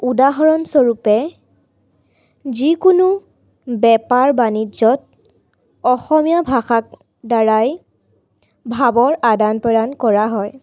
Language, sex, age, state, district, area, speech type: Assamese, female, 18-30, Assam, Sonitpur, rural, spontaneous